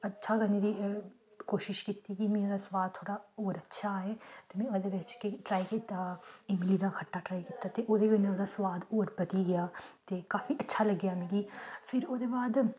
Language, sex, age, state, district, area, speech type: Dogri, female, 18-30, Jammu and Kashmir, Samba, rural, spontaneous